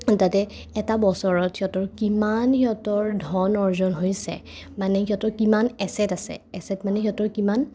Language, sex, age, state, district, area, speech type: Assamese, female, 18-30, Assam, Kamrup Metropolitan, urban, spontaneous